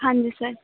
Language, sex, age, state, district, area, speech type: Punjabi, female, 18-30, Punjab, Muktsar, urban, conversation